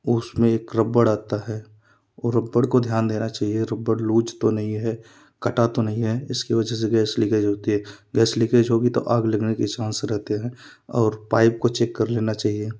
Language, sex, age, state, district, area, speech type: Hindi, male, 18-30, Uttar Pradesh, Jaunpur, urban, spontaneous